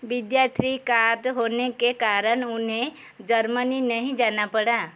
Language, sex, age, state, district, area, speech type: Hindi, female, 45-60, Madhya Pradesh, Chhindwara, rural, read